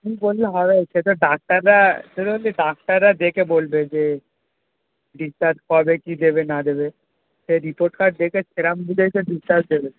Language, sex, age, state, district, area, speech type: Bengali, male, 18-30, West Bengal, Darjeeling, rural, conversation